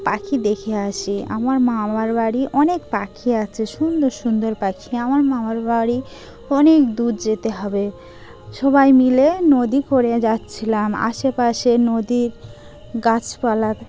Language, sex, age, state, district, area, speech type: Bengali, female, 30-45, West Bengal, Dakshin Dinajpur, urban, spontaneous